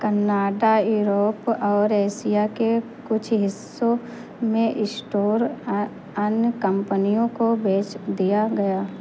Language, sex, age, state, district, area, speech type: Hindi, female, 45-60, Uttar Pradesh, Ayodhya, rural, read